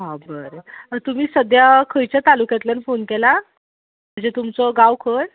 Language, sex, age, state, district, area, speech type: Goan Konkani, female, 18-30, Goa, Ponda, rural, conversation